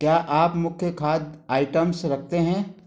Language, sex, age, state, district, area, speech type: Hindi, male, 45-60, Madhya Pradesh, Gwalior, urban, read